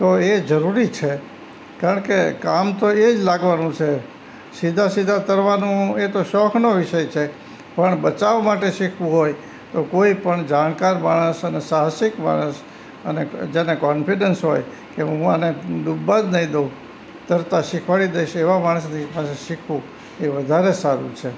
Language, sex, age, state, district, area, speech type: Gujarati, male, 60+, Gujarat, Rajkot, rural, spontaneous